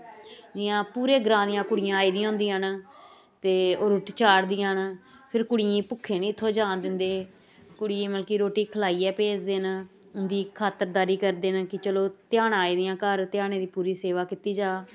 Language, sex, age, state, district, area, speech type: Dogri, female, 45-60, Jammu and Kashmir, Samba, urban, spontaneous